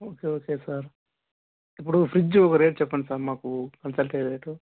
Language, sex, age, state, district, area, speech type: Telugu, male, 18-30, Andhra Pradesh, Sri Balaji, rural, conversation